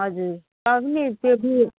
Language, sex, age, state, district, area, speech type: Nepali, female, 30-45, West Bengal, Jalpaiguri, urban, conversation